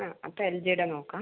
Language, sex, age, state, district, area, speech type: Malayalam, female, 45-60, Kerala, Palakkad, rural, conversation